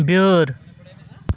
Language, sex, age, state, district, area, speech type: Kashmiri, male, 18-30, Jammu and Kashmir, Srinagar, urban, read